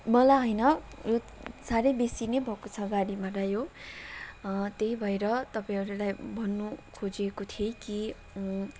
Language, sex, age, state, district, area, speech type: Nepali, female, 30-45, West Bengal, Kalimpong, rural, spontaneous